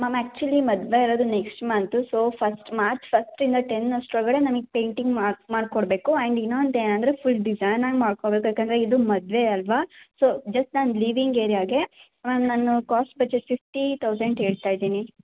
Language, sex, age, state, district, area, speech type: Kannada, female, 18-30, Karnataka, Hassan, rural, conversation